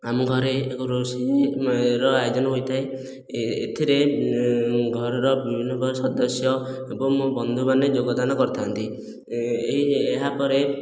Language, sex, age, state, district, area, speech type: Odia, male, 18-30, Odisha, Khordha, rural, spontaneous